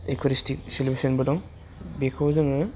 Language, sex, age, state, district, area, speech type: Bodo, male, 18-30, Assam, Udalguri, urban, spontaneous